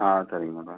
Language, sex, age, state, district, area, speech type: Tamil, male, 30-45, Tamil Nadu, Mayiladuthurai, rural, conversation